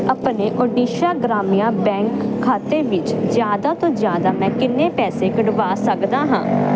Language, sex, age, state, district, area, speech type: Punjabi, female, 18-30, Punjab, Jalandhar, urban, read